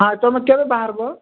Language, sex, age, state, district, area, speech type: Odia, male, 45-60, Odisha, Nabarangpur, rural, conversation